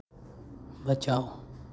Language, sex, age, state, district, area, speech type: Hindi, male, 30-45, Madhya Pradesh, Harda, urban, read